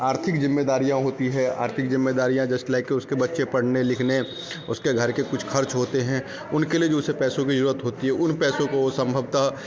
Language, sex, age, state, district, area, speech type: Hindi, male, 30-45, Bihar, Darbhanga, rural, spontaneous